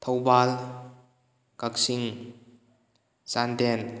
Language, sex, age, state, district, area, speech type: Manipuri, male, 18-30, Manipur, Kakching, rural, spontaneous